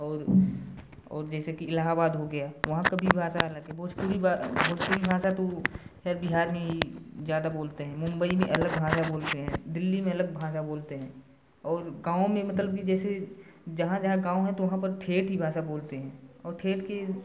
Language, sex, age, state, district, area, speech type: Hindi, male, 18-30, Uttar Pradesh, Prayagraj, rural, spontaneous